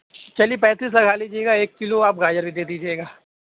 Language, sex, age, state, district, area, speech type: Urdu, male, 60+, Uttar Pradesh, Shahjahanpur, rural, conversation